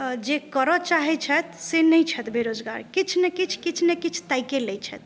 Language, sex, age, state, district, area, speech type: Maithili, female, 30-45, Bihar, Madhubani, rural, spontaneous